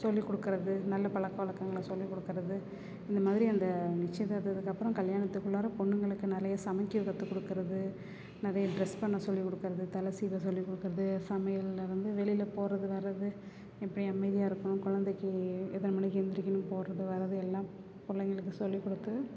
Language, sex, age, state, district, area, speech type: Tamil, female, 45-60, Tamil Nadu, Perambalur, urban, spontaneous